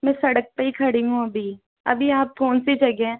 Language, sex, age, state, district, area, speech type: Hindi, female, 18-30, Rajasthan, Jaipur, urban, conversation